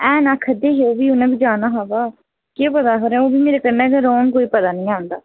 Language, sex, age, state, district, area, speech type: Dogri, female, 30-45, Jammu and Kashmir, Udhampur, urban, conversation